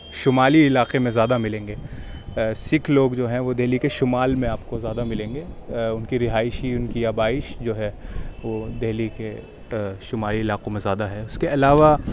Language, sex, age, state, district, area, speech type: Urdu, male, 18-30, Delhi, Central Delhi, urban, spontaneous